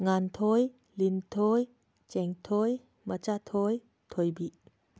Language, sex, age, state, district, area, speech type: Manipuri, female, 45-60, Manipur, Imphal West, urban, spontaneous